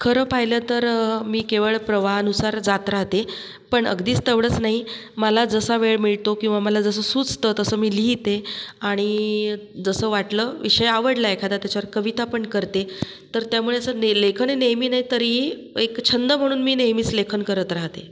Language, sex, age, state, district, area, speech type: Marathi, female, 45-60, Maharashtra, Buldhana, rural, spontaneous